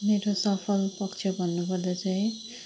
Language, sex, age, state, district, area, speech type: Nepali, female, 30-45, West Bengal, Darjeeling, rural, spontaneous